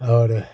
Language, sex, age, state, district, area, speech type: Hindi, male, 60+, Bihar, Muzaffarpur, rural, spontaneous